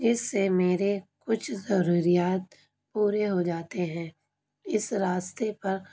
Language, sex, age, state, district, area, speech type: Urdu, female, 30-45, Uttar Pradesh, Lucknow, urban, spontaneous